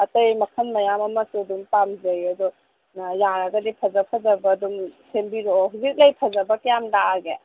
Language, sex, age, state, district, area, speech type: Manipuri, female, 18-30, Manipur, Kangpokpi, urban, conversation